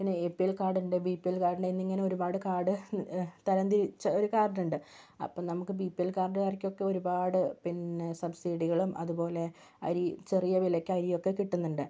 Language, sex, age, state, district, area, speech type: Malayalam, female, 18-30, Kerala, Kozhikode, urban, spontaneous